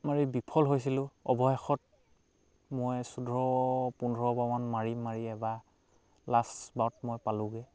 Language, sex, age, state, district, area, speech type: Assamese, male, 45-60, Assam, Dhemaji, rural, spontaneous